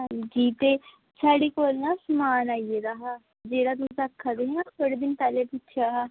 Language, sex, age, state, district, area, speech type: Dogri, female, 18-30, Jammu and Kashmir, Samba, urban, conversation